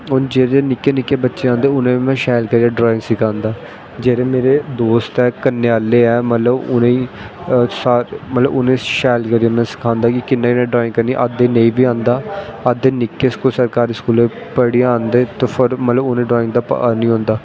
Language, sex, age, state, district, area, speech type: Dogri, male, 18-30, Jammu and Kashmir, Jammu, rural, spontaneous